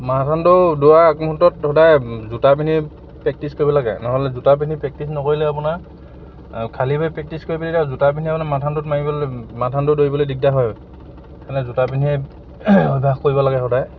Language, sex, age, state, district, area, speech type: Assamese, male, 18-30, Assam, Lakhimpur, rural, spontaneous